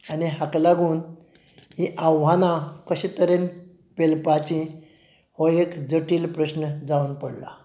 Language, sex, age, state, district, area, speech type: Goan Konkani, male, 45-60, Goa, Canacona, rural, spontaneous